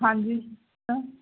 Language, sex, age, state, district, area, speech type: Punjabi, female, 18-30, Punjab, Barnala, rural, conversation